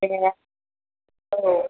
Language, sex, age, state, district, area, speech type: Bodo, female, 60+, Assam, Chirang, rural, conversation